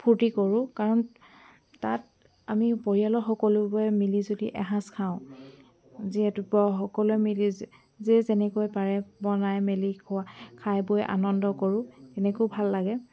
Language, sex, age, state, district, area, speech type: Assamese, female, 30-45, Assam, Sivasagar, rural, spontaneous